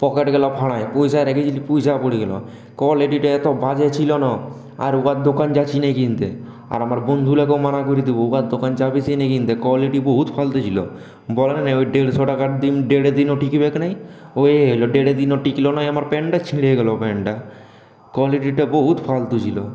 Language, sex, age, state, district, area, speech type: Bengali, male, 18-30, West Bengal, Purulia, urban, spontaneous